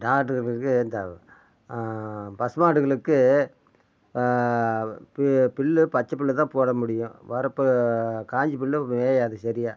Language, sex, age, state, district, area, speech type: Tamil, male, 60+, Tamil Nadu, Namakkal, rural, spontaneous